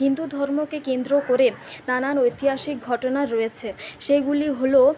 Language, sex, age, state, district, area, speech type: Bengali, female, 45-60, West Bengal, Purulia, urban, spontaneous